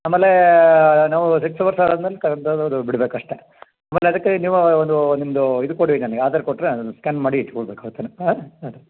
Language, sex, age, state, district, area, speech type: Kannada, male, 60+, Karnataka, Kolar, rural, conversation